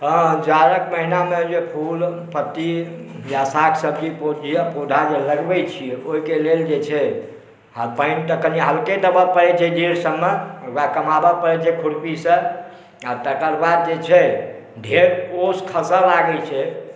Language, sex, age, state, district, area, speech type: Maithili, male, 45-60, Bihar, Supaul, urban, spontaneous